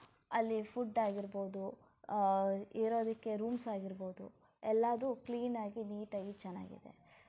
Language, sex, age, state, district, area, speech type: Kannada, female, 30-45, Karnataka, Shimoga, rural, spontaneous